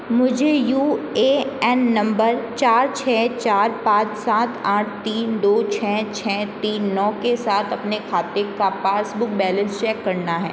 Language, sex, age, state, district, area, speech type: Hindi, female, 18-30, Rajasthan, Jodhpur, urban, read